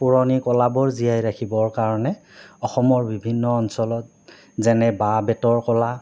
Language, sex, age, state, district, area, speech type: Assamese, male, 30-45, Assam, Goalpara, urban, spontaneous